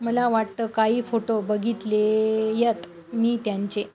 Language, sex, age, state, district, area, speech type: Marathi, female, 30-45, Maharashtra, Nanded, urban, read